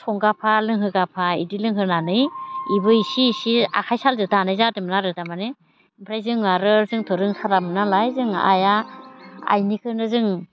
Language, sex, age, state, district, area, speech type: Bodo, female, 60+, Assam, Baksa, rural, spontaneous